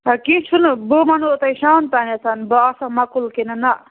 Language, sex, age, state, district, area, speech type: Kashmiri, female, 18-30, Jammu and Kashmir, Baramulla, rural, conversation